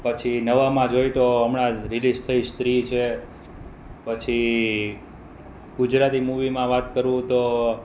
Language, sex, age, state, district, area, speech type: Gujarati, male, 30-45, Gujarat, Rajkot, urban, spontaneous